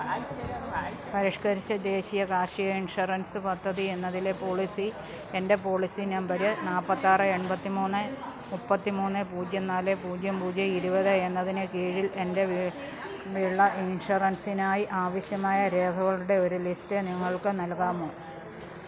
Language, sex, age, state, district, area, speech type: Malayalam, female, 45-60, Kerala, Pathanamthitta, rural, read